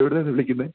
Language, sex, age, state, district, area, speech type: Malayalam, male, 18-30, Kerala, Idukki, rural, conversation